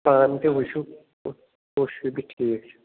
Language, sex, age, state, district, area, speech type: Kashmiri, male, 30-45, Jammu and Kashmir, Baramulla, rural, conversation